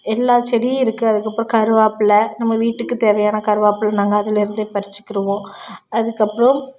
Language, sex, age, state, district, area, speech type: Tamil, female, 30-45, Tamil Nadu, Thoothukudi, urban, spontaneous